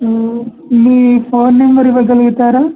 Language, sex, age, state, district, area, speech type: Telugu, male, 18-30, Telangana, Mancherial, rural, conversation